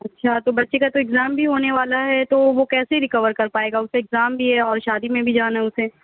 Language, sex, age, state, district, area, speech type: Urdu, female, 18-30, Delhi, South Delhi, urban, conversation